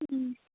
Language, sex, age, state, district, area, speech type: Assamese, female, 18-30, Assam, Dibrugarh, rural, conversation